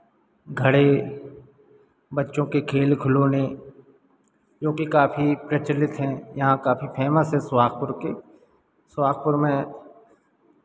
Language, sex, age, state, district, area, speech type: Hindi, male, 45-60, Madhya Pradesh, Hoshangabad, rural, spontaneous